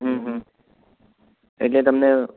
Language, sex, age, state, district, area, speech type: Gujarati, male, 18-30, Gujarat, Ahmedabad, urban, conversation